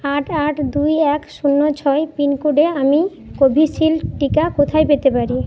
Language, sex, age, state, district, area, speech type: Bengali, female, 30-45, West Bengal, Jhargram, rural, read